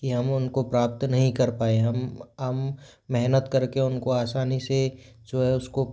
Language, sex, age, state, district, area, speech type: Hindi, male, 30-45, Rajasthan, Jodhpur, urban, spontaneous